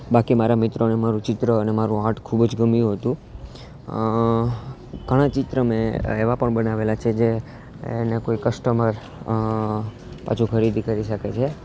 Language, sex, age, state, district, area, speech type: Gujarati, male, 18-30, Gujarat, Junagadh, urban, spontaneous